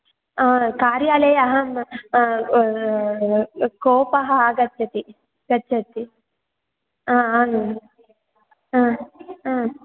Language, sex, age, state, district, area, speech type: Sanskrit, female, 18-30, Karnataka, Dakshina Kannada, rural, conversation